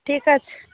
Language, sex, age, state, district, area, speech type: Bengali, female, 30-45, West Bengal, Darjeeling, urban, conversation